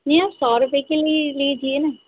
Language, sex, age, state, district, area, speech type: Hindi, female, 18-30, Madhya Pradesh, Hoshangabad, urban, conversation